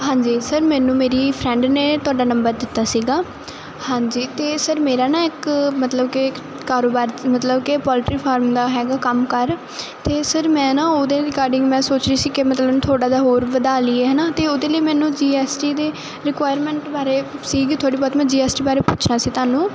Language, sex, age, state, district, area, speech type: Punjabi, female, 18-30, Punjab, Muktsar, urban, spontaneous